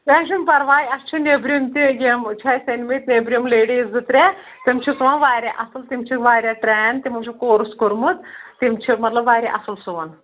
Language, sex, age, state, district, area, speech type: Kashmiri, female, 18-30, Jammu and Kashmir, Anantnag, rural, conversation